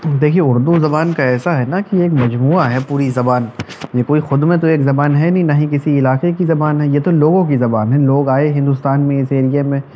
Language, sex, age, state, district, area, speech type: Urdu, male, 18-30, Uttar Pradesh, Shahjahanpur, urban, spontaneous